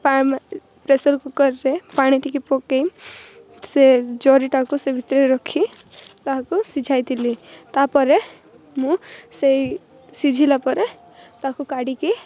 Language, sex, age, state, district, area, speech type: Odia, female, 18-30, Odisha, Rayagada, rural, spontaneous